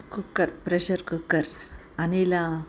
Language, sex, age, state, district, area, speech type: Sanskrit, female, 60+, Karnataka, Bellary, urban, spontaneous